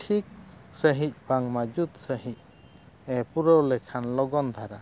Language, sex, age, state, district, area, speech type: Santali, male, 45-60, Odisha, Mayurbhanj, rural, spontaneous